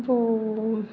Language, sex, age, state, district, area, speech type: Tamil, female, 18-30, Tamil Nadu, Tiruvarur, urban, spontaneous